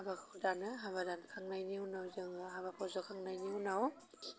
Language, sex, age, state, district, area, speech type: Bodo, female, 30-45, Assam, Udalguri, urban, spontaneous